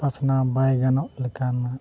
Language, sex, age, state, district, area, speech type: Santali, male, 45-60, Odisha, Mayurbhanj, rural, spontaneous